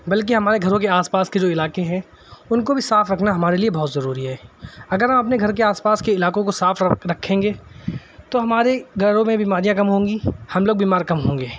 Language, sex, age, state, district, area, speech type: Urdu, male, 18-30, Uttar Pradesh, Shahjahanpur, urban, spontaneous